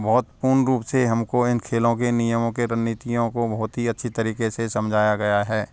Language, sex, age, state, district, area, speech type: Hindi, male, 18-30, Rajasthan, Karauli, rural, spontaneous